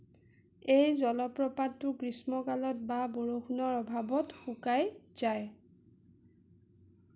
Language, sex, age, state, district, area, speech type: Assamese, female, 18-30, Assam, Sonitpur, urban, read